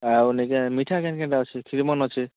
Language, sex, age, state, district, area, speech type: Odia, male, 18-30, Odisha, Kalahandi, rural, conversation